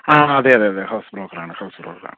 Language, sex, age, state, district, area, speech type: Malayalam, male, 30-45, Kerala, Idukki, rural, conversation